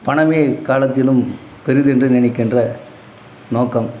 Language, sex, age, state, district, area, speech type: Tamil, male, 45-60, Tamil Nadu, Dharmapuri, rural, spontaneous